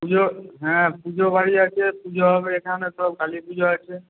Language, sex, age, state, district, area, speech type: Bengali, male, 18-30, West Bengal, Paschim Medinipur, rural, conversation